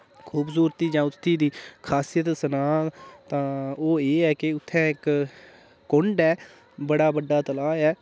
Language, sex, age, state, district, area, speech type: Dogri, male, 18-30, Jammu and Kashmir, Udhampur, rural, spontaneous